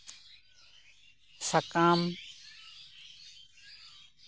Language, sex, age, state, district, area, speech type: Santali, male, 30-45, West Bengal, Purba Bardhaman, rural, spontaneous